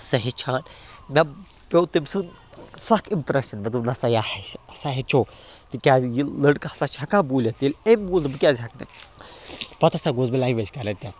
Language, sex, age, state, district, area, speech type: Kashmiri, male, 18-30, Jammu and Kashmir, Baramulla, rural, spontaneous